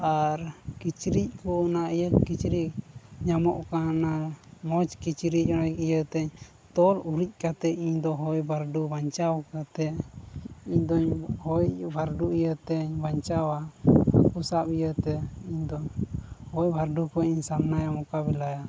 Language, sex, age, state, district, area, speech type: Santali, male, 18-30, Jharkhand, Pakur, rural, spontaneous